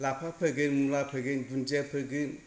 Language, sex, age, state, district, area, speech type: Bodo, male, 60+, Assam, Kokrajhar, rural, spontaneous